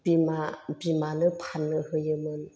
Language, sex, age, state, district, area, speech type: Bodo, female, 45-60, Assam, Chirang, rural, spontaneous